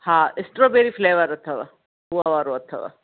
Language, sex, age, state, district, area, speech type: Sindhi, female, 45-60, Rajasthan, Ajmer, urban, conversation